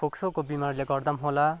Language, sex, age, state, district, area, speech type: Nepali, male, 18-30, West Bengal, Kalimpong, urban, spontaneous